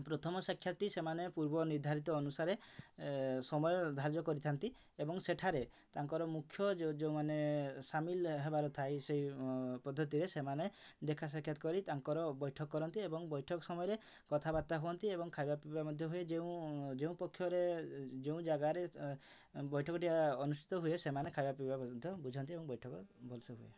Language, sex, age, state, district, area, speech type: Odia, male, 30-45, Odisha, Mayurbhanj, rural, spontaneous